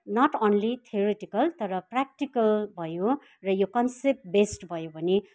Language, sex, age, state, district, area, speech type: Nepali, female, 45-60, West Bengal, Kalimpong, rural, spontaneous